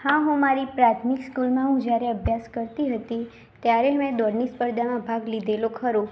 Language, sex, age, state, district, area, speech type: Gujarati, female, 18-30, Gujarat, Mehsana, rural, spontaneous